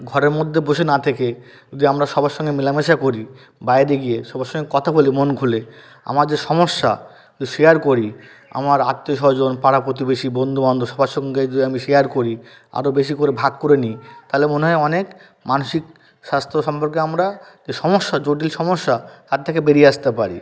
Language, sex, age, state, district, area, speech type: Bengali, male, 30-45, West Bengal, South 24 Parganas, rural, spontaneous